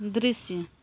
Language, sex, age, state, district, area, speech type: Hindi, female, 45-60, Uttar Pradesh, Mau, rural, read